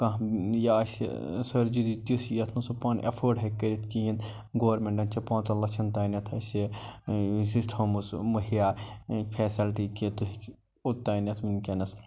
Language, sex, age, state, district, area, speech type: Kashmiri, male, 60+, Jammu and Kashmir, Baramulla, rural, spontaneous